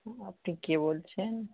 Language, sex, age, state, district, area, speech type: Bengali, male, 45-60, West Bengal, Darjeeling, urban, conversation